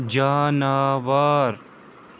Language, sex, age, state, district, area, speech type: Kashmiri, male, 30-45, Jammu and Kashmir, Srinagar, urban, read